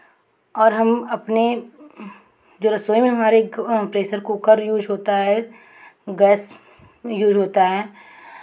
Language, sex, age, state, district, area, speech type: Hindi, female, 45-60, Uttar Pradesh, Chandauli, urban, spontaneous